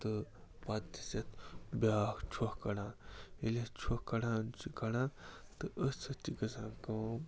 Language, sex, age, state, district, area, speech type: Kashmiri, male, 30-45, Jammu and Kashmir, Srinagar, urban, spontaneous